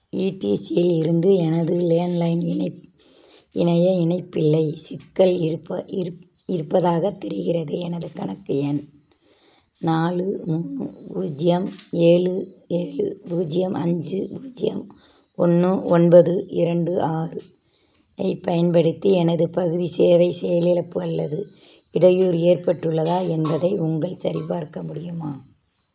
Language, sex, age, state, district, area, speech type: Tamil, female, 60+, Tamil Nadu, Tiruppur, rural, read